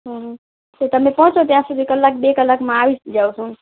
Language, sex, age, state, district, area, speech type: Gujarati, female, 30-45, Gujarat, Kutch, rural, conversation